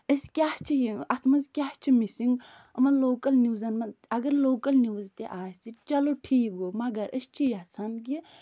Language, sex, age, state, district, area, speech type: Kashmiri, female, 45-60, Jammu and Kashmir, Budgam, rural, spontaneous